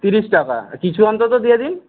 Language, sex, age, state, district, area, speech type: Bengali, male, 60+, West Bengal, Paschim Medinipur, rural, conversation